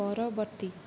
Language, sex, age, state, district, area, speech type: Odia, female, 18-30, Odisha, Jagatsinghpur, rural, read